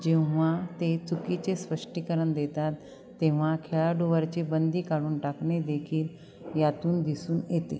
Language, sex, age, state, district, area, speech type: Marathi, female, 45-60, Maharashtra, Nanded, urban, read